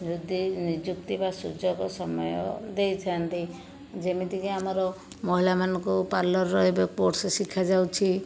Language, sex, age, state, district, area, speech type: Odia, female, 60+, Odisha, Khordha, rural, spontaneous